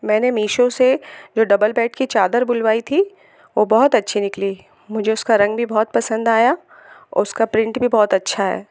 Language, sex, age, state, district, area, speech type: Hindi, female, 30-45, Madhya Pradesh, Hoshangabad, urban, spontaneous